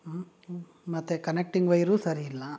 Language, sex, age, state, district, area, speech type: Kannada, male, 18-30, Karnataka, Chikkaballapur, rural, spontaneous